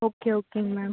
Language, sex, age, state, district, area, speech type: Tamil, female, 30-45, Tamil Nadu, Cuddalore, urban, conversation